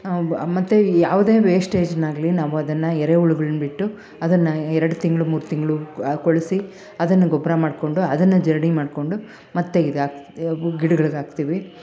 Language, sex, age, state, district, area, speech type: Kannada, female, 45-60, Karnataka, Bangalore Rural, rural, spontaneous